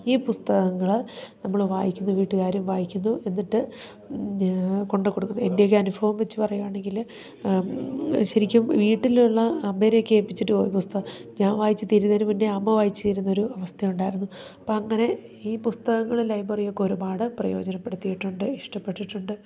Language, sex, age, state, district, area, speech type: Malayalam, female, 30-45, Kerala, Idukki, rural, spontaneous